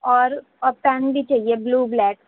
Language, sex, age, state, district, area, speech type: Urdu, female, 18-30, Delhi, North West Delhi, urban, conversation